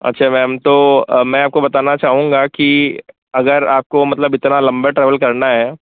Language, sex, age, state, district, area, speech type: Hindi, male, 45-60, Uttar Pradesh, Lucknow, rural, conversation